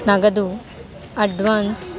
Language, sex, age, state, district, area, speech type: Telugu, female, 18-30, Telangana, Khammam, urban, spontaneous